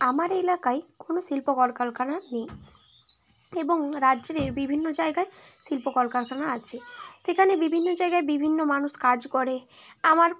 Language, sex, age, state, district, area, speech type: Bengali, female, 18-30, West Bengal, Bankura, urban, spontaneous